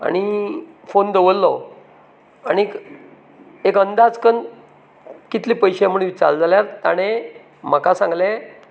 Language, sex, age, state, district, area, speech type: Goan Konkani, male, 45-60, Goa, Canacona, rural, spontaneous